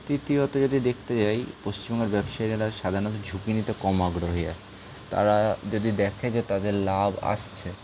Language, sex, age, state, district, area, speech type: Bengali, male, 18-30, West Bengal, Kolkata, urban, spontaneous